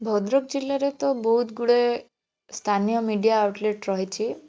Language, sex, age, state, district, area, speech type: Odia, female, 18-30, Odisha, Bhadrak, rural, spontaneous